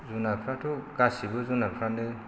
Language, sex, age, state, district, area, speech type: Bodo, male, 45-60, Assam, Chirang, rural, spontaneous